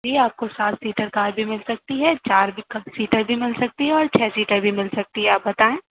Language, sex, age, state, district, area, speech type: Urdu, female, 30-45, Uttar Pradesh, Aligarh, rural, conversation